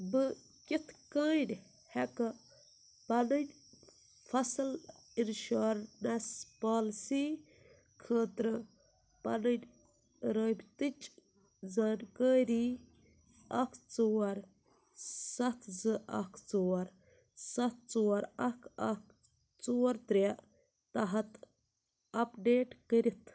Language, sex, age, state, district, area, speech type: Kashmiri, female, 18-30, Jammu and Kashmir, Ganderbal, rural, read